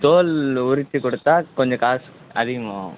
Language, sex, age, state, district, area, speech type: Tamil, male, 18-30, Tamil Nadu, Tiruvannamalai, rural, conversation